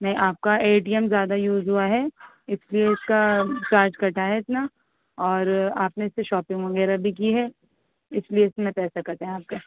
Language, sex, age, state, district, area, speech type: Urdu, female, 18-30, Delhi, East Delhi, urban, conversation